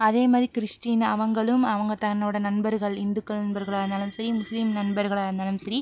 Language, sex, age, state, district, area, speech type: Tamil, female, 30-45, Tamil Nadu, Pudukkottai, rural, spontaneous